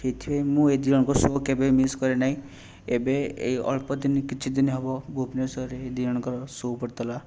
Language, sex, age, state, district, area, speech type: Odia, male, 18-30, Odisha, Puri, urban, spontaneous